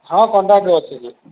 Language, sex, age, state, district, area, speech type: Odia, male, 45-60, Odisha, Nuapada, urban, conversation